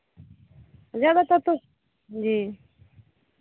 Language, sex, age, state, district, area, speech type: Hindi, female, 45-60, Bihar, Madhepura, rural, conversation